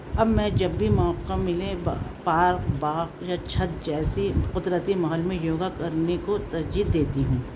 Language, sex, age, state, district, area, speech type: Urdu, female, 60+, Delhi, Central Delhi, urban, spontaneous